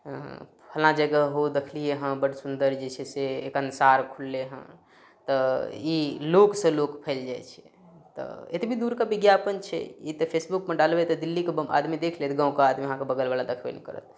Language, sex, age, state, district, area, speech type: Maithili, male, 30-45, Bihar, Darbhanga, rural, spontaneous